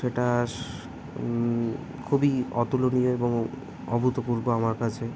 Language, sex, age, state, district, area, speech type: Bengali, male, 18-30, West Bengal, Kolkata, urban, spontaneous